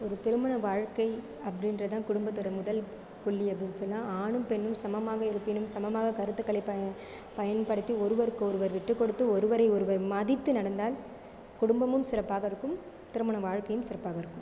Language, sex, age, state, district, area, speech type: Tamil, female, 30-45, Tamil Nadu, Sivaganga, rural, spontaneous